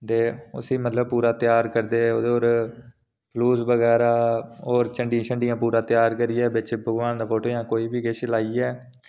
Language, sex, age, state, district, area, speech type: Dogri, male, 18-30, Jammu and Kashmir, Reasi, urban, spontaneous